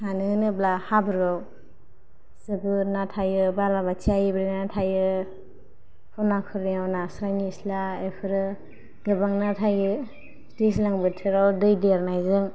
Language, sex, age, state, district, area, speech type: Bodo, female, 18-30, Assam, Kokrajhar, rural, spontaneous